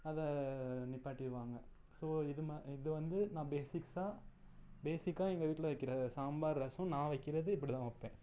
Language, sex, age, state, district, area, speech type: Tamil, male, 30-45, Tamil Nadu, Ariyalur, rural, spontaneous